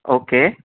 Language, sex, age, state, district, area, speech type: Gujarati, male, 18-30, Gujarat, Anand, urban, conversation